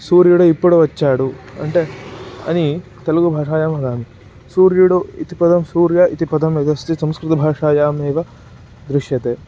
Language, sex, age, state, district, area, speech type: Sanskrit, male, 18-30, Karnataka, Shimoga, rural, spontaneous